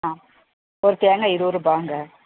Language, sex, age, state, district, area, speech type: Tamil, female, 30-45, Tamil Nadu, Tirupattur, rural, conversation